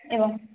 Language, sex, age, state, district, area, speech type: Sanskrit, female, 18-30, Odisha, Jagatsinghpur, urban, conversation